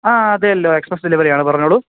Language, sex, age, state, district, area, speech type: Malayalam, male, 18-30, Kerala, Idukki, rural, conversation